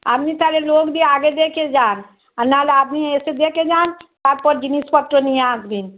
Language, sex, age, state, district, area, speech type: Bengali, female, 45-60, West Bengal, Darjeeling, rural, conversation